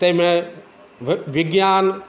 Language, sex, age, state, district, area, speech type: Maithili, male, 45-60, Bihar, Madhubani, rural, spontaneous